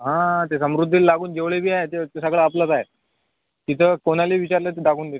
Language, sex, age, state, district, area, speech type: Marathi, male, 18-30, Maharashtra, Washim, rural, conversation